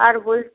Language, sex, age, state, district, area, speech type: Bengali, female, 18-30, West Bengal, Purba Medinipur, rural, conversation